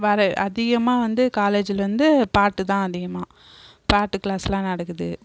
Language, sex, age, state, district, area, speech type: Tamil, female, 30-45, Tamil Nadu, Kallakurichi, rural, spontaneous